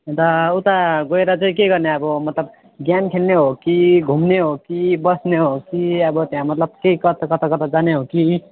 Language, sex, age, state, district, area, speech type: Nepali, male, 18-30, West Bengal, Alipurduar, rural, conversation